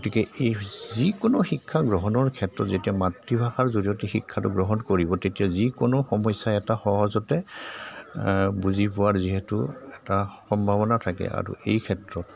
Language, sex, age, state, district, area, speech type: Assamese, male, 60+, Assam, Goalpara, rural, spontaneous